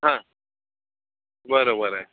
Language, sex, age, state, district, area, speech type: Marathi, male, 45-60, Maharashtra, Ratnagiri, urban, conversation